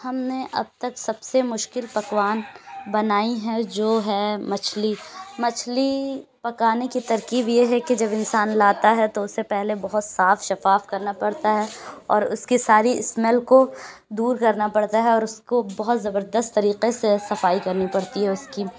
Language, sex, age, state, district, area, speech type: Urdu, female, 18-30, Uttar Pradesh, Lucknow, urban, spontaneous